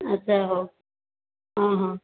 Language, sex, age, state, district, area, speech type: Odia, female, 60+, Odisha, Khordha, rural, conversation